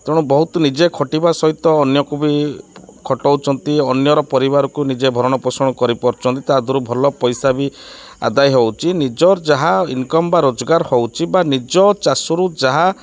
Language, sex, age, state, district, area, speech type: Odia, male, 30-45, Odisha, Kendrapara, urban, spontaneous